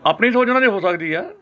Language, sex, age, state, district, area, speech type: Punjabi, male, 60+, Punjab, Hoshiarpur, urban, spontaneous